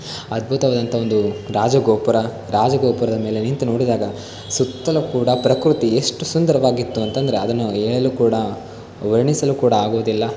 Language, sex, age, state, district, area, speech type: Kannada, male, 18-30, Karnataka, Davanagere, rural, spontaneous